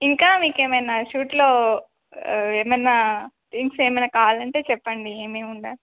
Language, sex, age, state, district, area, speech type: Telugu, female, 18-30, Telangana, Adilabad, rural, conversation